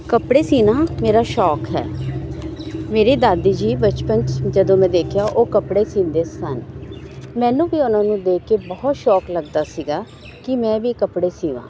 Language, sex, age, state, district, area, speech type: Punjabi, female, 45-60, Punjab, Jalandhar, urban, spontaneous